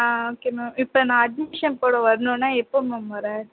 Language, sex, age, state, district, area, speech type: Tamil, female, 18-30, Tamil Nadu, Mayiladuthurai, rural, conversation